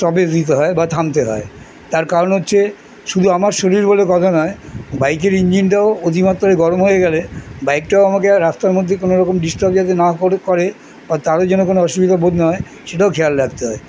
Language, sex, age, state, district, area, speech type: Bengali, male, 60+, West Bengal, Kolkata, urban, spontaneous